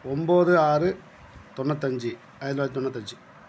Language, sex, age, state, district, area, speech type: Tamil, male, 60+, Tamil Nadu, Tiruvannamalai, rural, spontaneous